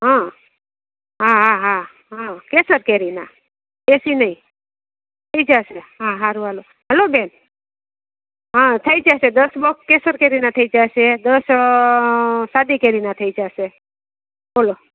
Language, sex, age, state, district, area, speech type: Gujarati, female, 60+, Gujarat, Junagadh, rural, conversation